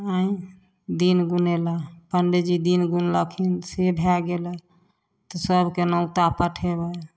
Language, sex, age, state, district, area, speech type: Maithili, female, 45-60, Bihar, Samastipur, rural, spontaneous